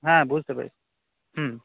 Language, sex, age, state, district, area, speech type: Bengali, male, 18-30, West Bengal, Darjeeling, rural, conversation